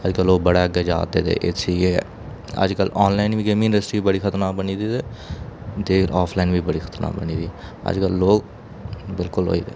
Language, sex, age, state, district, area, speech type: Dogri, male, 30-45, Jammu and Kashmir, Udhampur, urban, spontaneous